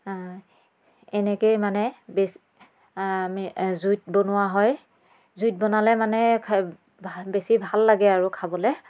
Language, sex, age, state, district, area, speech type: Assamese, female, 30-45, Assam, Biswanath, rural, spontaneous